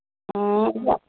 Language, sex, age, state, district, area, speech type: Manipuri, female, 45-60, Manipur, Tengnoupal, rural, conversation